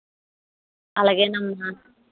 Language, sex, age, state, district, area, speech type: Telugu, female, 18-30, Andhra Pradesh, West Godavari, rural, conversation